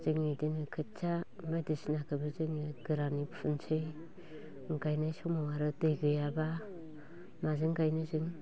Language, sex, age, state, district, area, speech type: Bodo, female, 45-60, Assam, Baksa, rural, spontaneous